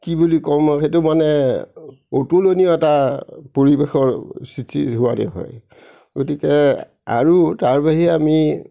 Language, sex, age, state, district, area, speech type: Assamese, male, 60+, Assam, Nagaon, rural, spontaneous